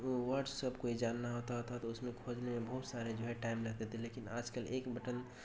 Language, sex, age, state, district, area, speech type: Urdu, male, 18-30, Bihar, Darbhanga, rural, spontaneous